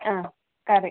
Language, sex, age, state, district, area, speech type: Malayalam, female, 18-30, Kerala, Wayanad, rural, conversation